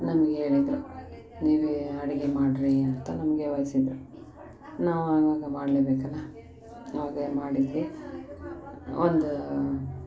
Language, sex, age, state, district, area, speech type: Kannada, female, 30-45, Karnataka, Koppal, rural, spontaneous